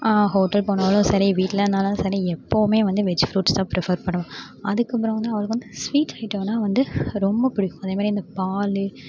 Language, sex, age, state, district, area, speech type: Tamil, female, 30-45, Tamil Nadu, Mayiladuthurai, rural, spontaneous